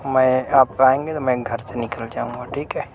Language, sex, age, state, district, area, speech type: Urdu, male, 30-45, Uttar Pradesh, Mau, urban, spontaneous